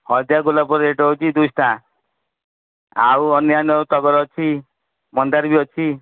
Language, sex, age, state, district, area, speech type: Odia, male, 60+, Odisha, Rayagada, rural, conversation